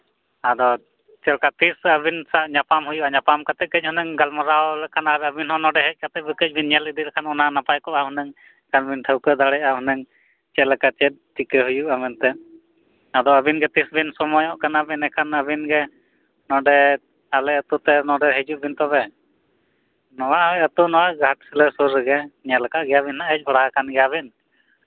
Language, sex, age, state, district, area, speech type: Santali, male, 30-45, Jharkhand, East Singhbhum, rural, conversation